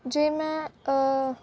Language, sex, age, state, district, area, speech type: Punjabi, female, 18-30, Punjab, Faridkot, urban, spontaneous